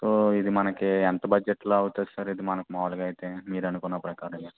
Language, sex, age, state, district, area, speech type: Telugu, male, 18-30, Andhra Pradesh, West Godavari, rural, conversation